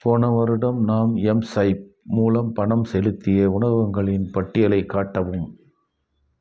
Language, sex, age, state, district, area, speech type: Tamil, male, 60+, Tamil Nadu, Krishnagiri, rural, read